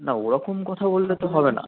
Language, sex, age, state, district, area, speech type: Bengali, male, 18-30, West Bengal, Howrah, urban, conversation